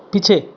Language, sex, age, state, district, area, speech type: Hindi, male, 30-45, Rajasthan, Jodhpur, urban, read